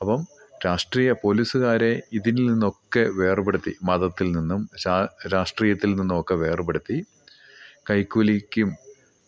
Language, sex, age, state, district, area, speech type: Malayalam, male, 45-60, Kerala, Idukki, rural, spontaneous